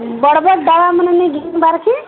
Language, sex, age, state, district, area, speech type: Odia, female, 18-30, Odisha, Nuapada, urban, conversation